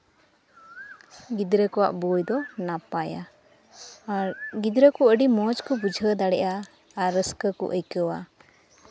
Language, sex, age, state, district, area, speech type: Santali, female, 18-30, West Bengal, Malda, rural, spontaneous